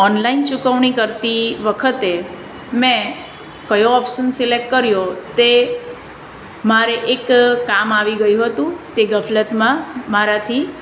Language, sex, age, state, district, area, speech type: Gujarati, female, 30-45, Gujarat, Surat, urban, spontaneous